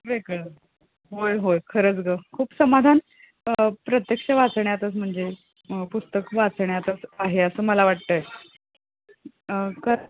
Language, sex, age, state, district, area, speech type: Marathi, female, 30-45, Maharashtra, Kolhapur, urban, conversation